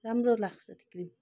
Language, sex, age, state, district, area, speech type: Nepali, female, 30-45, West Bengal, Kalimpong, rural, spontaneous